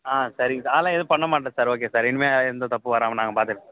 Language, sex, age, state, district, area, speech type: Tamil, male, 18-30, Tamil Nadu, Kallakurichi, rural, conversation